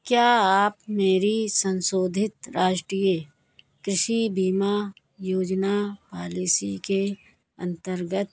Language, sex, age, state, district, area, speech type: Hindi, female, 60+, Uttar Pradesh, Hardoi, rural, read